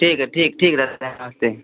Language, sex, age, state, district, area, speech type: Hindi, male, 18-30, Uttar Pradesh, Pratapgarh, urban, conversation